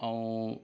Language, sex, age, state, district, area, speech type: Sindhi, male, 30-45, Gujarat, Junagadh, urban, spontaneous